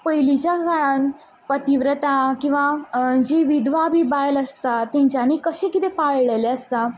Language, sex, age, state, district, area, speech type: Goan Konkani, female, 18-30, Goa, Quepem, rural, spontaneous